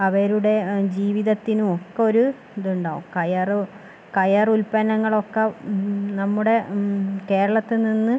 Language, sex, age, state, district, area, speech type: Malayalam, female, 18-30, Kerala, Kozhikode, urban, spontaneous